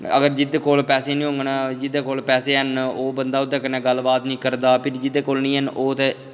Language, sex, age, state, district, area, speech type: Dogri, male, 18-30, Jammu and Kashmir, Kathua, rural, spontaneous